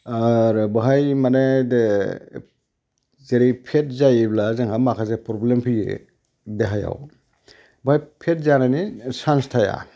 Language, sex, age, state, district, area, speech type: Bodo, male, 60+, Assam, Udalguri, urban, spontaneous